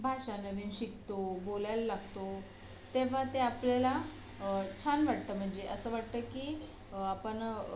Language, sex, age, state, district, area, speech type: Marathi, female, 18-30, Maharashtra, Solapur, urban, spontaneous